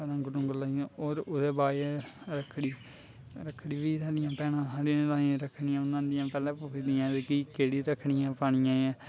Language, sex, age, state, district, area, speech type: Dogri, male, 18-30, Jammu and Kashmir, Kathua, rural, spontaneous